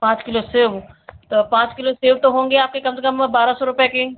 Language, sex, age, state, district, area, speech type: Hindi, female, 60+, Uttar Pradesh, Sitapur, rural, conversation